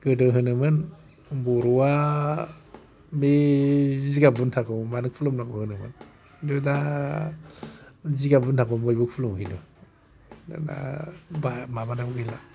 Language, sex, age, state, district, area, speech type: Bodo, male, 60+, Assam, Kokrajhar, urban, spontaneous